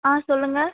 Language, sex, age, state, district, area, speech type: Tamil, female, 45-60, Tamil Nadu, Cuddalore, rural, conversation